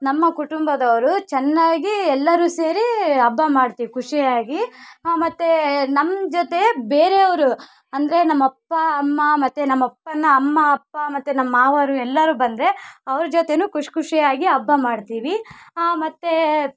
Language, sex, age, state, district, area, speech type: Kannada, female, 18-30, Karnataka, Vijayanagara, rural, spontaneous